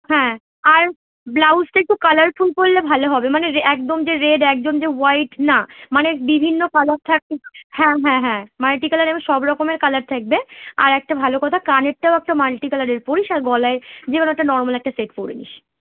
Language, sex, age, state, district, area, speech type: Bengali, female, 18-30, West Bengal, Dakshin Dinajpur, urban, conversation